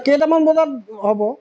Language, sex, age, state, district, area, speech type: Assamese, male, 45-60, Assam, Golaghat, urban, spontaneous